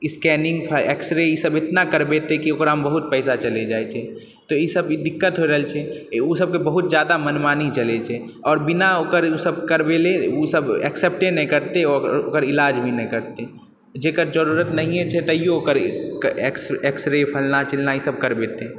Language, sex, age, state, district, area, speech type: Maithili, male, 18-30, Bihar, Purnia, urban, spontaneous